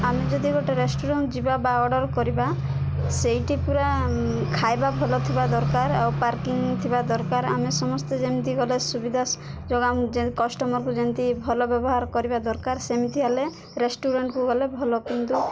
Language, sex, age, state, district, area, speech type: Odia, female, 18-30, Odisha, Koraput, urban, spontaneous